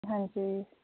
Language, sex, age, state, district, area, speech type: Punjabi, female, 30-45, Punjab, Amritsar, urban, conversation